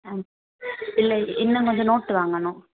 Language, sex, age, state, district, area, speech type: Tamil, female, 18-30, Tamil Nadu, Kanyakumari, rural, conversation